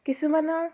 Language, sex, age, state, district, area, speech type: Assamese, female, 18-30, Assam, Biswanath, rural, spontaneous